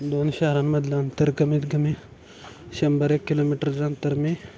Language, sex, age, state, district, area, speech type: Marathi, male, 18-30, Maharashtra, Satara, rural, spontaneous